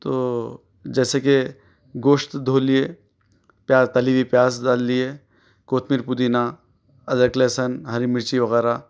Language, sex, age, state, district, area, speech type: Urdu, male, 30-45, Telangana, Hyderabad, urban, spontaneous